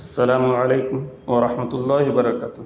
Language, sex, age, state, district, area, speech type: Urdu, male, 45-60, Bihar, Gaya, urban, spontaneous